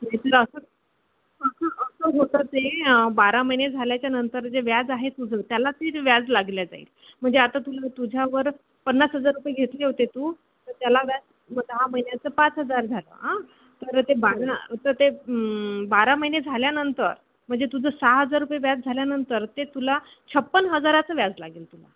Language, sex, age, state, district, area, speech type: Marathi, female, 30-45, Maharashtra, Thane, urban, conversation